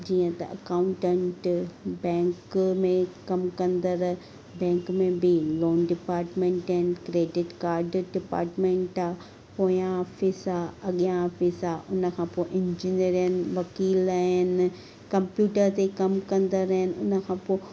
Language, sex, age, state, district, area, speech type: Sindhi, female, 30-45, Maharashtra, Thane, urban, spontaneous